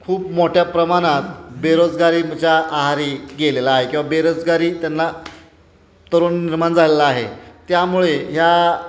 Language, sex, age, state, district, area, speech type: Marathi, male, 30-45, Maharashtra, Satara, urban, spontaneous